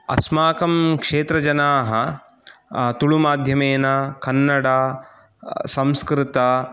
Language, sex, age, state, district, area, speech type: Sanskrit, male, 30-45, Karnataka, Udupi, urban, spontaneous